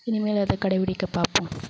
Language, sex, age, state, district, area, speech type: Tamil, female, 45-60, Tamil Nadu, Thanjavur, rural, spontaneous